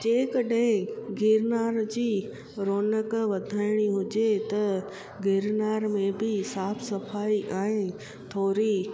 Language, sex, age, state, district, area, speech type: Sindhi, female, 30-45, Gujarat, Junagadh, urban, spontaneous